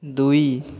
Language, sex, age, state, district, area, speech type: Odia, male, 18-30, Odisha, Puri, urban, read